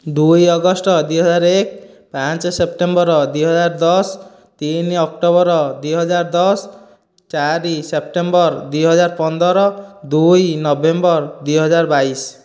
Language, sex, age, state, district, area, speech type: Odia, male, 18-30, Odisha, Dhenkanal, rural, spontaneous